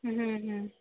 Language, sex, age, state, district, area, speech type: Bengali, female, 18-30, West Bengal, Howrah, urban, conversation